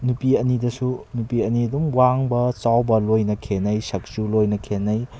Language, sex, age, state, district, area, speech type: Manipuri, male, 30-45, Manipur, Kakching, rural, spontaneous